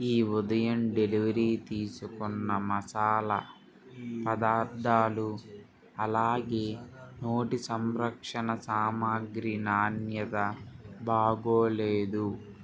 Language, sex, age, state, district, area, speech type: Telugu, male, 18-30, Andhra Pradesh, Srikakulam, urban, read